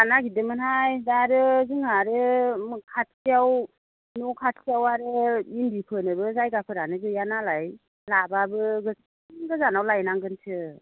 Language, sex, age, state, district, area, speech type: Bodo, female, 18-30, Assam, Baksa, rural, conversation